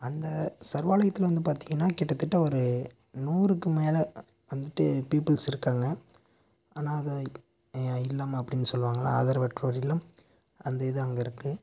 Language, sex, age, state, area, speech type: Tamil, male, 18-30, Tamil Nadu, rural, spontaneous